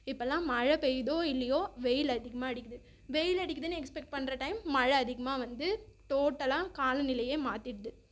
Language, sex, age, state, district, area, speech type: Tamil, female, 30-45, Tamil Nadu, Viluppuram, urban, spontaneous